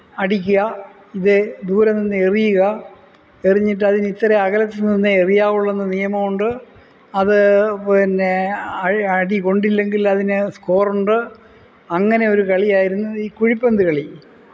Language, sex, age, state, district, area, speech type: Malayalam, male, 60+, Kerala, Kollam, rural, spontaneous